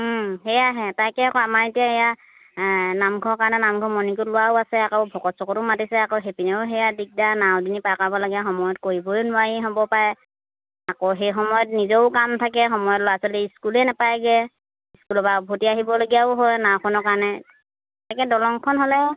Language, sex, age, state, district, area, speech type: Assamese, female, 30-45, Assam, Lakhimpur, rural, conversation